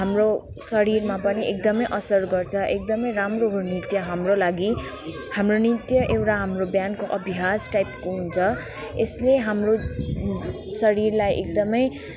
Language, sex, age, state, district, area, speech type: Nepali, female, 18-30, West Bengal, Kalimpong, rural, spontaneous